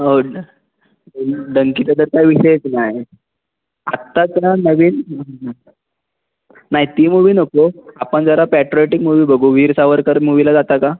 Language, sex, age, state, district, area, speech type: Marathi, male, 18-30, Maharashtra, Raigad, rural, conversation